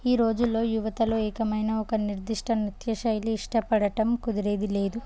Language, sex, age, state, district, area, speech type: Telugu, female, 18-30, Telangana, Jangaon, urban, spontaneous